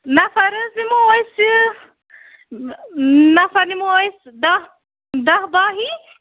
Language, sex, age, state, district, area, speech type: Kashmiri, female, 45-60, Jammu and Kashmir, Ganderbal, rural, conversation